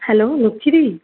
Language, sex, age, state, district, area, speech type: Bengali, female, 18-30, West Bengal, Kolkata, urban, conversation